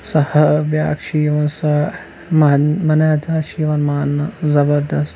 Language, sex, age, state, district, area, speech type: Kashmiri, male, 30-45, Jammu and Kashmir, Baramulla, rural, spontaneous